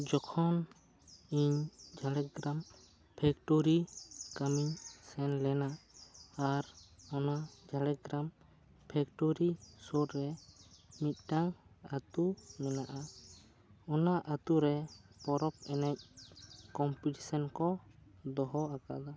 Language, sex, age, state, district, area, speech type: Santali, male, 18-30, West Bengal, Bankura, rural, spontaneous